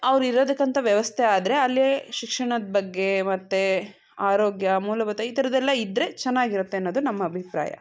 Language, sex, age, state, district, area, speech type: Kannada, female, 18-30, Karnataka, Chikkaballapur, rural, spontaneous